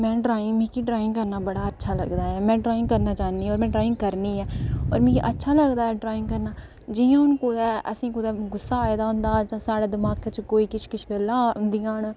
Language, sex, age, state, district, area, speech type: Dogri, female, 18-30, Jammu and Kashmir, Udhampur, rural, spontaneous